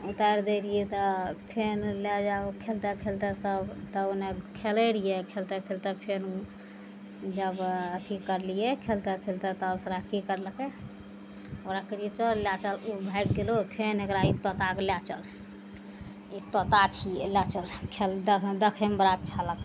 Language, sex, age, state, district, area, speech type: Maithili, female, 45-60, Bihar, Araria, urban, spontaneous